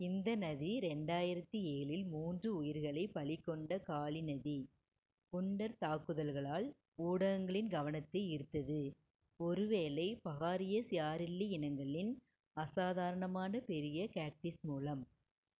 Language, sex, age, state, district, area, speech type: Tamil, female, 45-60, Tamil Nadu, Erode, rural, read